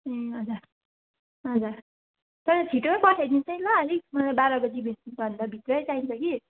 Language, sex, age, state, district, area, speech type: Nepali, female, 45-60, West Bengal, Darjeeling, rural, conversation